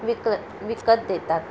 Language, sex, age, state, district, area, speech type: Marathi, female, 30-45, Maharashtra, Ratnagiri, rural, spontaneous